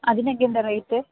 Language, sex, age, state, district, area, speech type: Malayalam, female, 18-30, Kerala, Idukki, rural, conversation